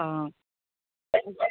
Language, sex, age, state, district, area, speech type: Assamese, female, 60+, Assam, Darrang, rural, conversation